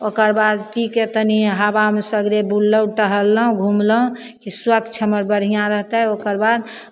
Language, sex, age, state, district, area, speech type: Maithili, female, 60+, Bihar, Begusarai, rural, spontaneous